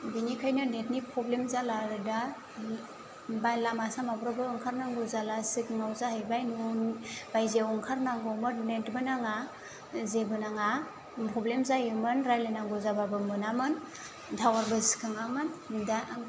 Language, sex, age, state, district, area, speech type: Bodo, female, 30-45, Assam, Chirang, rural, spontaneous